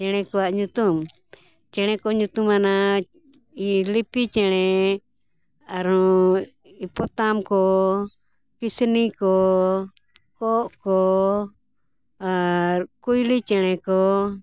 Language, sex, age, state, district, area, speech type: Santali, female, 60+, Jharkhand, Bokaro, rural, spontaneous